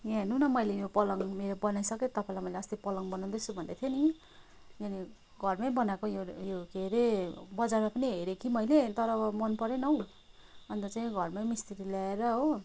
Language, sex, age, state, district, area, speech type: Nepali, female, 30-45, West Bengal, Kalimpong, rural, spontaneous